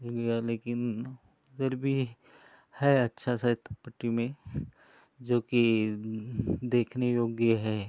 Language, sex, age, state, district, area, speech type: Hindi, male, 45-60, Uttar Pradesh, Ghazipur, rural, spontaneous